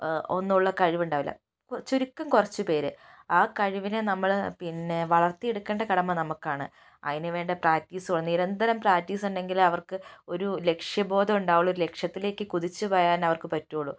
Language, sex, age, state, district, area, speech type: Malayalam, female, 60+, Kerala, Wayanad, rural, spontaneous